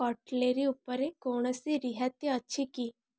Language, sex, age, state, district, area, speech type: Odia, female, 18-30, Odisha, Kendujhar, urban, read